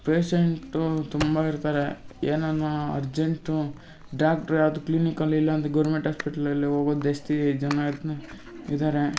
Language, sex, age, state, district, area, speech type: Kannada, male, 18-30, Karnataka, Kolar, rural, spontaneous